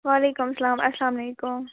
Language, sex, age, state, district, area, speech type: Kashmiri, female, 18-30, Jammu and Kashmir, Kupwara, urban, conversation